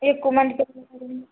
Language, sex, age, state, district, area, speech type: Telugu, female, 30-45, Andhra Pradesh, West Godavari, rural, conversation